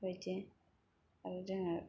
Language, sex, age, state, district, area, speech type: Bodo, female, 18-30, Assam, Kokrajhar, urban, spontaneous